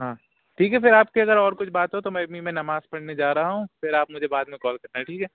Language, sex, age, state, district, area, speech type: Urdu, male, 18-30, Uttar Pradesh, Rampur, urban, conversation